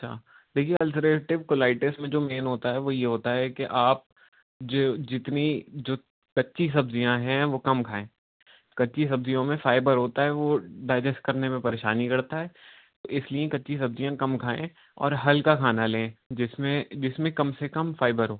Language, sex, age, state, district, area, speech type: Urdu, male, 18-30, Uttar Pradesh, Rampur, urban, conversation